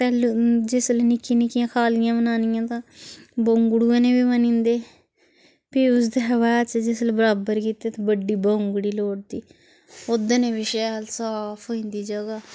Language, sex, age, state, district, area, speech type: Dogri, female, 30-45, Jammu and Kashmir, Udhampur, rural, spontaneous